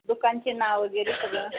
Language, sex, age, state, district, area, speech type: Marathi, female, 45-60, Maharashtra, Buldhana, rural, conversation